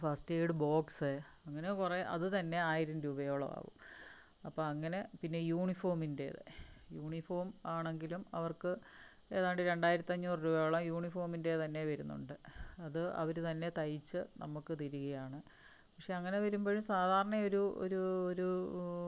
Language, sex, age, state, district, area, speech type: Malayalam, female, 45-60, Kerala, Palakkad, rural, spontaneous